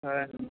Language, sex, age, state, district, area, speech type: Telugu, male, 18-30, Andhra Pradesh, Eluru, urban, conversation